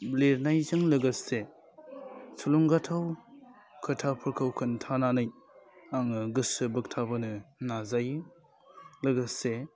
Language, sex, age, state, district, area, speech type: Bodo, male, 18-30, Assam, Udalguri, urban, spontaneous